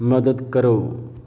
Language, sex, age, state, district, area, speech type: Punjabi, male, 30-45, Punjab, Fatehgarh Sahib, rural, read